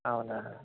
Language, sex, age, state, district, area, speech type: Telugu, male, 30-45, Andhra Pradesh, Anantapur, urban, conversation